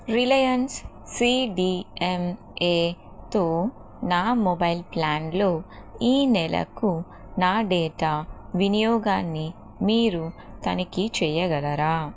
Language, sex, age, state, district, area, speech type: Telugu, female, 30-45, Telangana, Jagtial, urban, read